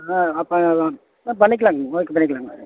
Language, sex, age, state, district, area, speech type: Tamil, male, 60+, Tamil Nadu, Madurai, rural, conversation